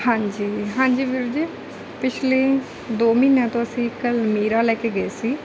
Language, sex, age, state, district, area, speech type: Punjabi, female, 30-45, Punjab, Bathinda, rural, spontaneous